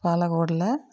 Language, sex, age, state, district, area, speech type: Tamil, female, 60+, Tamil Nadu, Dharmapuri, urban, spontaneous